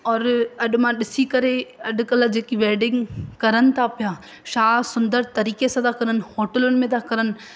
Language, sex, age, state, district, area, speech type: Sindhi, female, 18-30, Madhya Pradesh, Katni, rural, spontaneous